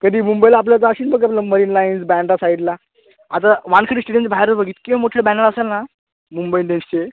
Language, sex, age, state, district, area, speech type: Marathi, male, 18-30, Maharashtra, Thane, urban, conversation